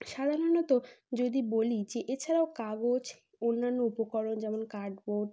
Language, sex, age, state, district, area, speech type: Bengali, female, 18-30, West Bengal, North 24 Parganas, urban, spontaneous